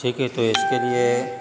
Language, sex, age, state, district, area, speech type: Urdu, male, 45-60, Bihar, Gaya, urban, spontaneous